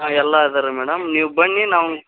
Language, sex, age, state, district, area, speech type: Kannada, male, 30-45, Karnataka, Gadag, rural, conversation